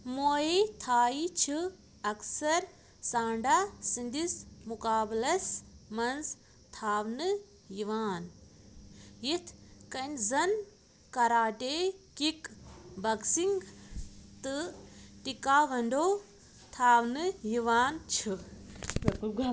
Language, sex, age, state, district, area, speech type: Kashmiri, female, 18-30, Jammu and Kashmir, Pulwama, rural, read